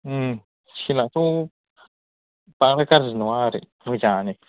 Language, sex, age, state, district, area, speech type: Bodo, male, 30-45, Assam, Kokrajhar, rural, conversation